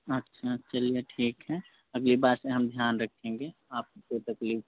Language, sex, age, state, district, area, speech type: Hindi, male, 18-30, Uttar Pradesh, Prayagraj, urban, conversation